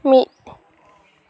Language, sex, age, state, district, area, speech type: Santali, female, 18-30, West Bengal, Purulia, rural, read